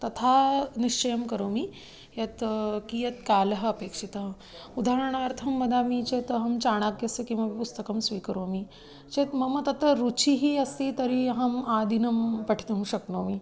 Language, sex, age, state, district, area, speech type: Sanskrit, female, 30-45, Maharashtra, Nagpur, urban, spontaneous